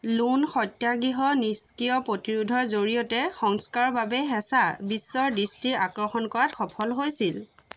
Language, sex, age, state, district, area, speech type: Assamese, female, 30-45, Assam, Biswanath, rural, read